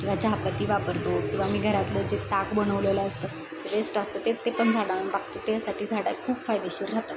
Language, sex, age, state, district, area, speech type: Marathi, female, 30-45, Maharashtra, Osmanabad, rural, spontaneous